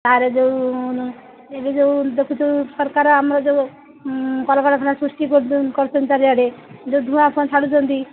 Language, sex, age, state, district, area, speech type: Odia, female, 45-60, Odisha, Jagatsinghpur, rural, conversation